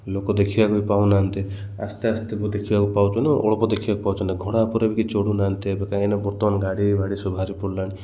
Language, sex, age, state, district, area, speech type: Odia, male, 30-45, Odisha, Koraput, urban, spontaneous